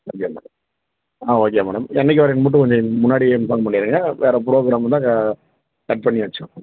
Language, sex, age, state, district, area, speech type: Tamil, male, 45-60, Tamil Nadu, Theni, rural, conversation